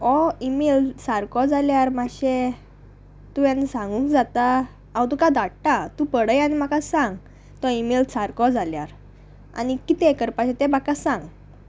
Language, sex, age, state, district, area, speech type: Goan Konkani, female, 18-30, Goa, Salcete, rural, spontaneous